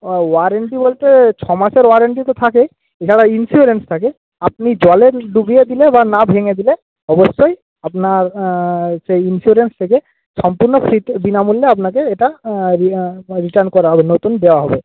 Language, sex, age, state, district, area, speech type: Bengali, male, 30-45, West Bengal, Paschim Medinipur, rural, conversation